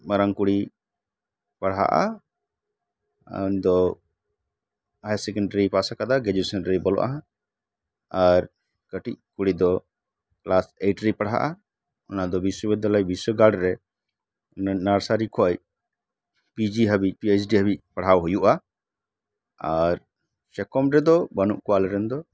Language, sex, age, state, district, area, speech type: Santali, male, 30-45, West Bengal, Birbhum, rural, spontaneous